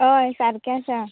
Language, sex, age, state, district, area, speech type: Goan Konkani, female, 18-30, Goa, Canacona, rural, conversation